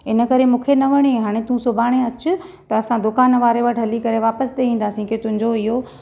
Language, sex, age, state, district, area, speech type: Sindhi, female, 30-45, Maharashtra, Thane, urban, spontaneous